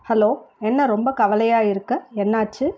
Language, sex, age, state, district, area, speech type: Tamil, female, 30-45, Tamil Nadu, Ranipet, urban, read